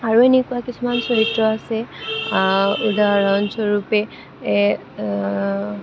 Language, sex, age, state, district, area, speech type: Assamese, female, 18-30, Assam, Kamrup Metropolitan, urban, spontaneous